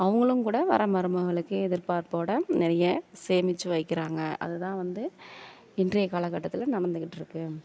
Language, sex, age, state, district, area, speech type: Tamil, female, 45-60, Tamil Nadu, Thanjavur, rural, spontaneous